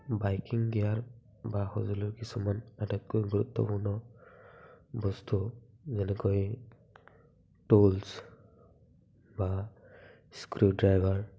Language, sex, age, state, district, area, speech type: Assamese, male, 18-30, Assam, Barpeta, rural, spontaneous